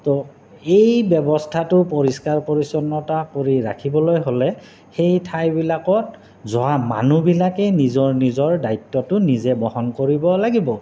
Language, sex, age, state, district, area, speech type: Assamese, male, 30-45, Assam, Goalpara, urban, spontaneous